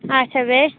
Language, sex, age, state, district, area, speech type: Kashmiri, female, 18-30, Jammu and Kashmir, Shopian, rural, conversation